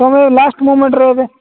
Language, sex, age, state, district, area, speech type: Odia, male, 45-60, Odisha, Nabarangpur, rural, conversation